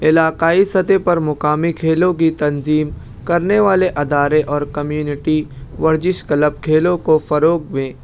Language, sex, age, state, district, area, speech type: Urdu, male, 18-30, Maharashtra, Nashik, rural, spontaneous